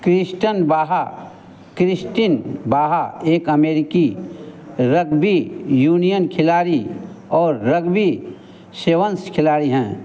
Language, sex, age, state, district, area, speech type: Hindi, male, 60+, Bihar, Madhepura, rural, read